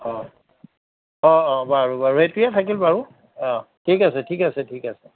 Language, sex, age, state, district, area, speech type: Assamese, male, 60+, Assam, Darrang, rural, conversation